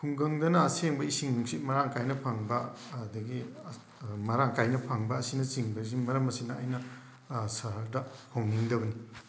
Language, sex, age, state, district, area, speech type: Manipuri, male, 30-45, Manipur, Thoubal, rural, spontaneous